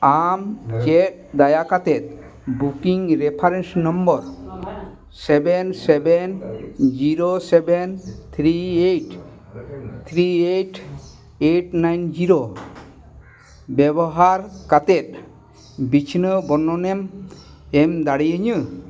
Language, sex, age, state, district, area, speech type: Santali, male, 60+, West Bengal, Dakshin Dinajpur, rural, read